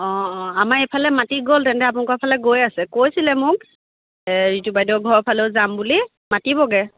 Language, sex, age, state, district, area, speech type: Assamese, female, 30-45, Assam, Biswanath, rural, conversation